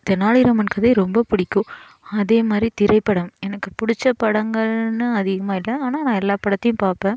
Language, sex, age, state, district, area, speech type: Tamil, female, 18-30, Tamil Nadu, Coimbatore, rural, spontaneous